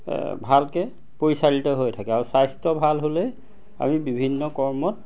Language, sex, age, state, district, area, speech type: Assamese, male, 45-60, Assam, Majuli, urban, spontaneous